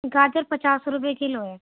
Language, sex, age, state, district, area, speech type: Urdu, female, 45-60, Delhi, Central Delhi, urban, conversation